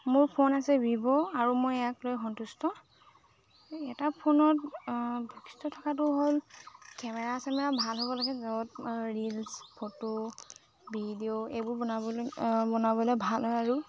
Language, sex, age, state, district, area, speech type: Assamese, female, 30-45, Assam, Tinsukia, urban, spontaneous